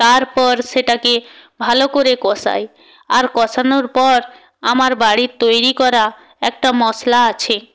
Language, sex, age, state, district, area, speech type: Bengali, female, 18-30, West Bengal, Purba Medinipur, rural, spontaneous